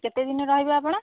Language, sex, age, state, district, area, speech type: Odia, female, 30-45, Odisha, Kendujhar, urban, conversation